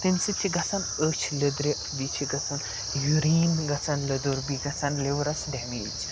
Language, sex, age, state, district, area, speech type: Kashmiri, male, 18-30, Jammu and Kashmir, Pulwama, urban, spontaneous